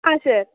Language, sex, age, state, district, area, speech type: Kannada, female, 18-30, Karnataka, Mysore, rural, conversation